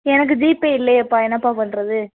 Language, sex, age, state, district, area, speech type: Tamil, female, 18-30, Tamil Nadu, Madurai, urban, conversation